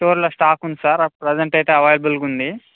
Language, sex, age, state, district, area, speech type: Telugu, male, 18-30, Telangana, Khammam, urban, conversation